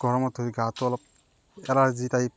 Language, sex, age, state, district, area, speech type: Assamese, male, 30-45, Assam, Morigaon, rural, spontaneous